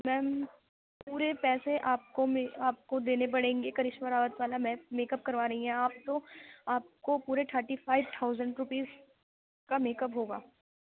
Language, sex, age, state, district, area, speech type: Urdu, female, 45-60, Uttar Pradesh, Gautam Buddha Nagar, urban, conversation